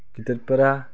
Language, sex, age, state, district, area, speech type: Bodo, male, 18-30, Assam, Kokrajhar, rural, spontaneous